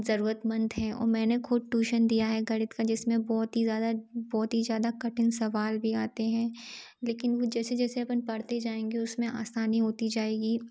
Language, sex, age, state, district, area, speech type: Hindi, female, 30-45, Madhya Pradesh, Gwalior, rural, spontaneous